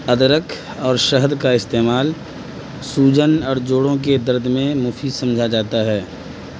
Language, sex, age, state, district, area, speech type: Urdu, male, 30-45, Bihar, Madhubani, rural, spontaneous